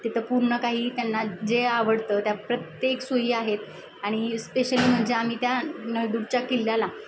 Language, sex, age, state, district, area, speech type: Marathi, female, 30-45, Maharashtra, Osmanabad, rural, spontaneous